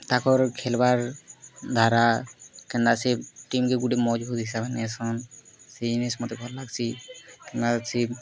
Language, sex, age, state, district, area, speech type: Odia, male, 18-30, Odisha, Bargarh, urban, spontaneous